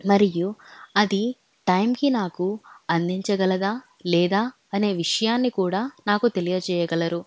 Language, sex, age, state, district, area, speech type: Telugu, female, 18-30, Andhra Pradesh, Alluri Sitarama Raju, urban, spontaneous